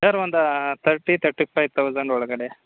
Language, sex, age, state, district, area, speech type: Kannada, male, 30-45, Karnataka, Chamarajanagar, rural, conversation